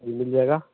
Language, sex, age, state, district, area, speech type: Hindi, male, 18-30, Bihar, Begusarai, rural, conversation